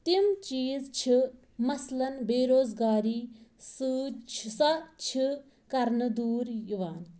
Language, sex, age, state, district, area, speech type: Kashmiri, female, 18-30, Jammu and Kashmir, Pulwama, rural, spontaneous